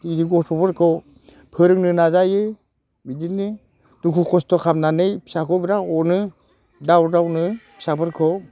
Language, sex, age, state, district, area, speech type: Bodo, male, 45-60, Assam, Udalguri, rural, spontaneous